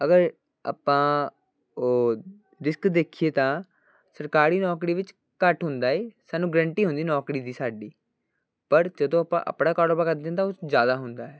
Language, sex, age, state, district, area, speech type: Punjabi, male, 18-30, Punjab, Hoshiarpur, urban, spontaneous